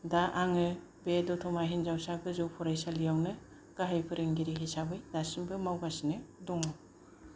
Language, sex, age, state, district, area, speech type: Bodo, female, 60+, Assam, Kokrajhar, rural, spontaneous